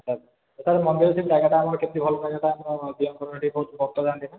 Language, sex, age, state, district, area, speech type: Odia, male, 18-30, Odisha, Khordha, rural, conversation